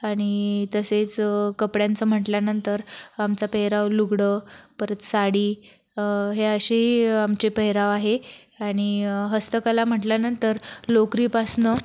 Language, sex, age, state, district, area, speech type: Marathi, female, 30-45, Maharashtra, Buldhana, rural, spontaneous